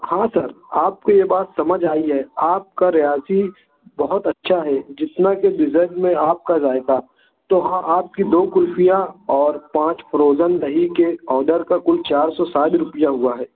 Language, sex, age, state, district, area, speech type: Urdu, male, 30-45, Maharashtra, Nashik, rural, conversation